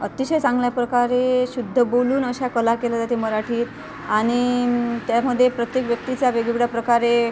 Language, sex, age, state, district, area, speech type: Marathi, female, 30-45, Maharashtra, Amravati, urban, spontaneous